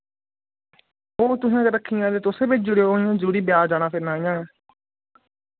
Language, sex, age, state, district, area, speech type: Dogri, male, 18-30, Jammu and Kashmir, Reasi, rural, conversation